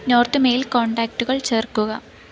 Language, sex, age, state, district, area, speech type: Malayalam, female, 18-30, Kerala, Idukki, rural, read